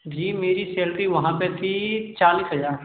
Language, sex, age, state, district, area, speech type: Hindi, male, 18-30, Madhya Pradesh, Gwalior, urban, conversation